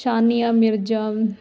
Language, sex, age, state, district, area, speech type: Punjabi, female, 30-45, Punjab, Ludhiana, urban, spontaneous